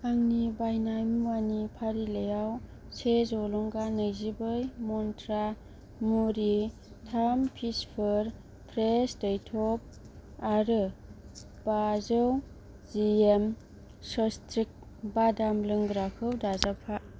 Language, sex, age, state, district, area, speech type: Bodo, female, 18-30, Assam, Kokrajhar, rural, read